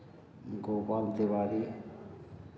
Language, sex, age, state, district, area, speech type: Hindi, male, 60+, Madhya Pradesh, Hoshangabad, rural, spontaneous